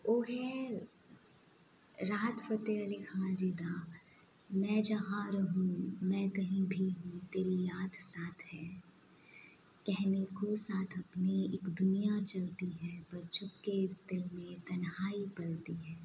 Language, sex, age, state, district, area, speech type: Punjabi, female, 30-45, Punjab, Jalandhar, urban, spontaneous